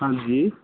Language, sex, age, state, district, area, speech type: Punjabi, male, 60+, Punjab, Pathankot, urban, conversation